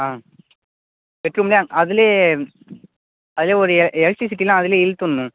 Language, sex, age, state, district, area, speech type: Tamil, male, 30-45, Tamil Nadu, Tiruvarur, urban, conversation